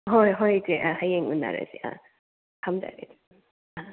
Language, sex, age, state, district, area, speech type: Manipuri, female, 60+, Manipur, Imphal West, urban, conversation